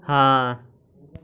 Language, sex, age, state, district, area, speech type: Punjabi, male, 18-30, Punjab, Shaheed Bhagat Singh Nagar, urban, read